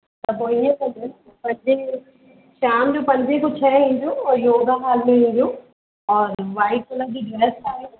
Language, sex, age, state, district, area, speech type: Sindhi, female, 45-60, Uttar Pradesh, Lucknow, urban, conversation